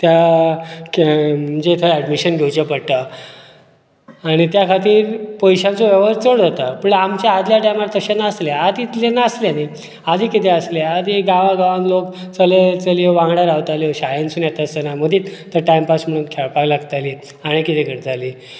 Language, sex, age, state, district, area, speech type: Goan Konkani, male, 45-60, Goa, Bardez, rural, spontaneous